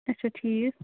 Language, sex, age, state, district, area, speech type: Kashmiri, female, 18-30, Jammu and Kashmir, Bandipora, rural, conversation